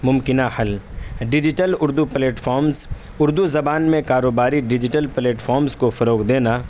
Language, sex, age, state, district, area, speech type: Urdu, male, 18-30, Uttar Pradesh, Saharanpur, urban, spontaneous